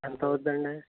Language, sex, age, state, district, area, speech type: Telugu, male, 60+, Andhra Pradesh, Eluru, rural, conversation